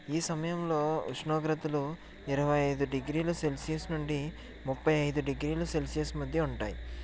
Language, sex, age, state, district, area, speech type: Telugu, male, 18-30, Andhra Pradesh, Konaseema, rural, spontaneous